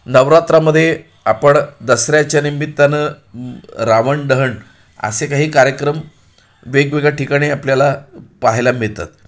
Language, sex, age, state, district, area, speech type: Marathi, male, 45-60, Maharashtra, Pune, urban, spontaneous